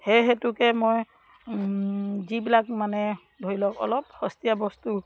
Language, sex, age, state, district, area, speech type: Assamese, female, 60+, Assam, Dibrugarh, rural, spontaneous